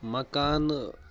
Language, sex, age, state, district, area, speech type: Kashmiri, male, 18-30, Jammu and Kashmir, Pulwama, urban, read